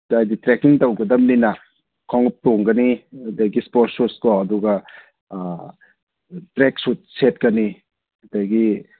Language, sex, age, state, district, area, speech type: Manipuri, male, 30-45, Manipur, Thoubal, rural, conversation